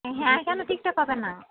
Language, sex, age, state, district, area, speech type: Bengali, female, 30-45, West Bengal, Darjeeling, urban, conversation